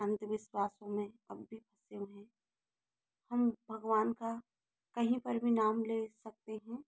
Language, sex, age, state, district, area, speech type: Hindi, female, 18-30, Rajasthan, Karauli, rural, spontaneous